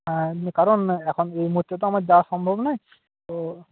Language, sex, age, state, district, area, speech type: Bengali, male, 18-30, West Bengal, Purba Medinipur, rural, conversation